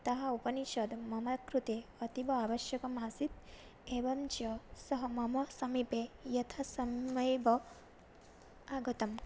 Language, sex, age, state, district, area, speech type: Sanskrit, female, 18-30, Odisha, Bhadrak, rural, spontaneous